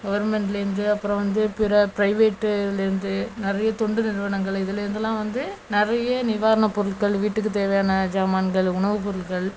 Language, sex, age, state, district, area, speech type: Tamil, female, 18-30, Tamil Nadu, Thoothukudi, rural, spontaneous